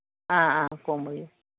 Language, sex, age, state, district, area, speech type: Manipuri, female, 60+, Manipur, Imphal East, rural, conversation